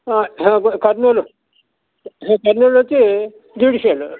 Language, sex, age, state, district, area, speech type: Telugu, male, 60+, Andhra Pradesh, Sri Balaji, urban, conversation